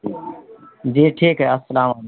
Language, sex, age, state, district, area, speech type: Urdu, male, 30-45, Bihar, East Champaran, urban, conversation